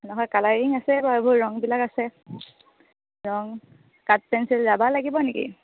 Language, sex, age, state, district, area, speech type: Assamese, female, 18-30, Assam, Sivasagar, rural, conversation